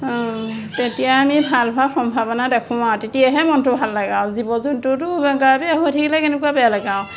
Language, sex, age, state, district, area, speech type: Assamese, female, 30-45, Assam, Majuli, urban, spontaneous